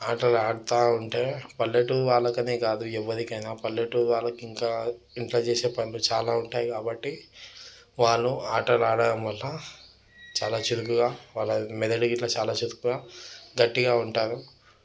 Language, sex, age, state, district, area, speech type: Telugu, male, 30-45, Telangana, Vikarabad, urban, spontaneous